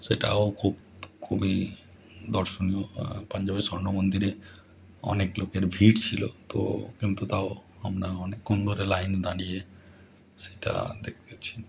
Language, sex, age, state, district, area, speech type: Bengali, male, 30-45, West Bengal, Howrah, urban, spontaneous